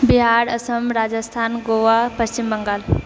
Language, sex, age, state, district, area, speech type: Maithili, female, 45-60, Bihar, Purnia, rural, spontaneous